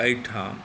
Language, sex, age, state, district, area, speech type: Maithili, male, 60+, Bihar, Saharsa, rural, spontaneous